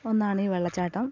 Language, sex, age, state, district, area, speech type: Malayalam, female, 30-45, Kerala, Pathanamthitta, rural, spontaneous